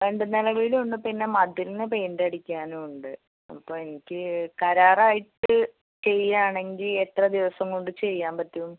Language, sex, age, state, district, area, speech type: Malayalam, female, 30-45, Kerala, Malappuram, rural, conversation